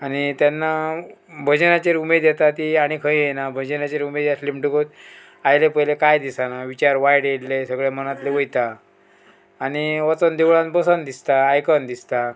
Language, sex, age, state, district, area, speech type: Goan Konkani, male, 45-60, Goa, Murmgao, rural, spontaneous